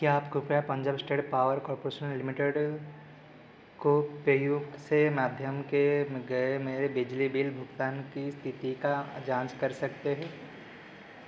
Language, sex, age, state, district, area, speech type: Hindi, male, 18-30, Madhya Pradesh, Seoni, urban, read